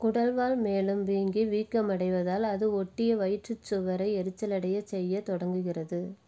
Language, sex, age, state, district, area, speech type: Tamil, female, 30-45, Tamil Nadu, Erode, rural, read